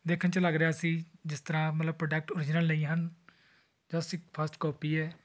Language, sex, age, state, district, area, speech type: Punjabi, male, 30-45, Punjab, Tarn Taran, urban, spontaneous